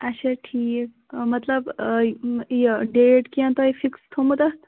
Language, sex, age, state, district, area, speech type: Kashmiri, female, 18-30, Jammu and Kashmir, Pulwama, rural, conversation